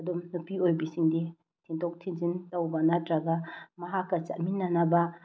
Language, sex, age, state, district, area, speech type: Manipuri, female, 30-45, Manipur, Bishnupur, rural, spontaneous